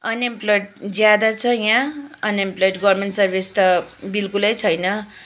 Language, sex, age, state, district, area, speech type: Nepali, female, 45-60, West Bengal, Kalimpong, rural, spontaneous